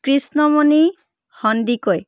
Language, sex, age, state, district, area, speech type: Assamese, female, 18-30, Assam, Charaideo, urban, spontaneous